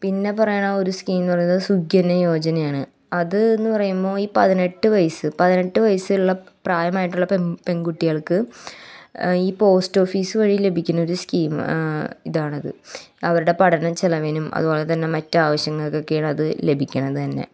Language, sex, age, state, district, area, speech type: Malayalam, female, 18-30, Kerala, Ernakulam, rural, spontaneous